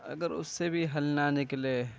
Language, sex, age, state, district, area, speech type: Urdu, male, 18-30, Uttar Pradesh, Gautam Buddha Nagar, urban, spontaneous